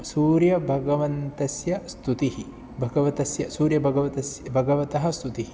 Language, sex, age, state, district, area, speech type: Sanskrit, male, 30-45, Kerala, Ernakulam, rural, spontaneous